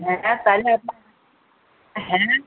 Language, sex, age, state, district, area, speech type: Bengali, male, 18-30, West Bengal, Uttar Dinajpur, urban, conversation